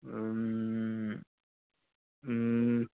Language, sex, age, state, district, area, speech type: Tamil, male, 18-30, Tamil Nadu, Krishnagiri, rural, conversation